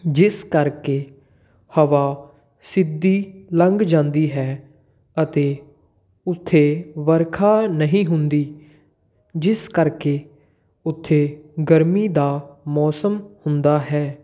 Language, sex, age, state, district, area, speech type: Punjabi, male, 18-30, Punjab, Patiala, urban, spontaneous